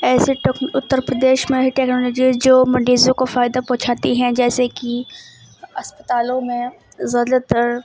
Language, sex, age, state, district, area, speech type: Urdu, female, 18-30, Uttar Pradesh, Ghaziabad, urban, spontaneous